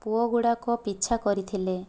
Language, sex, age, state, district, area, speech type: Odia, female, 18-30, Odisha, Kandhamal, rural, spontaneous